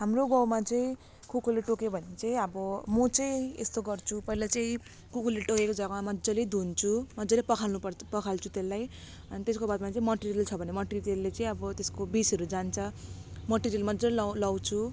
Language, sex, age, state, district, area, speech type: Nepali, female, 30-45, West Bengal, Jalpaiguri, rural, spontaneous